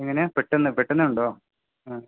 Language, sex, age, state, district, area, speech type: Malayalam, male, 18-30, Kerala, Kasaragod, rural, conversation